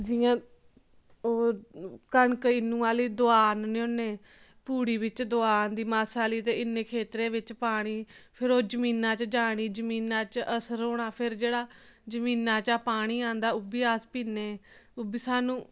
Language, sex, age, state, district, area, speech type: Dogri, female, 18-30, Jammu and Kashmir, Samba, rural, spontaneous